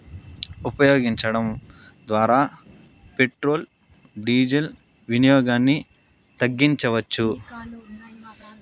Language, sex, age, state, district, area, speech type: Telugu, male, 18-30, Andhra Pradesh, Sri Balaji, rural, spontaneous